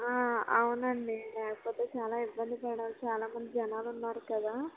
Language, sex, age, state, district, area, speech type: Telugu, female, 18-30, Andhra Pradesh, West Godavari, rural, conversation